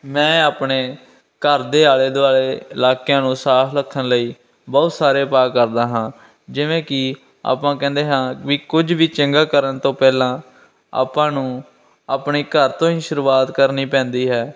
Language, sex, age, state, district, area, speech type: Punjabi, male, 18-30, Punjab, Firozpur, urban, spontaneous